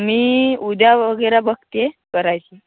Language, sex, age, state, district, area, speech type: Marathi, male, 18-30, Maharashtra, Wardha, rural, conversation